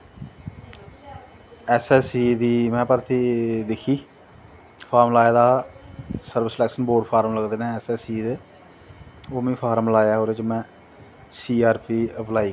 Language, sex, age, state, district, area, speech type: Dogri, male, 30-45, Jammu and Kashmir, Jammu, rural, spontaneous